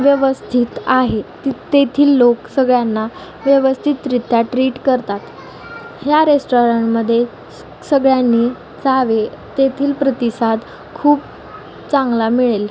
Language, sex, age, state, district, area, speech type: Marathi, female, 18-30, Maharashtra, Osmanabad, rural, spontaneous